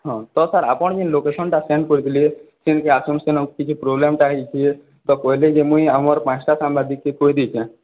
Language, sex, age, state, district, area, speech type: Odia, male, 18-30, Odisha, Nuapada, urban, conversation